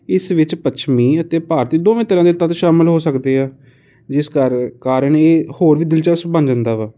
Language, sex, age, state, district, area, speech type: Punjabi, male, 18-30, Punjab, Kapurthala, urban, spontaneous